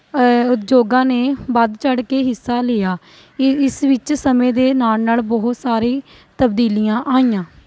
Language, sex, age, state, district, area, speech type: Punjabi, female, 18-30, Punjab, Shaheed Bhagat Singh Nagar, urban, spontaneous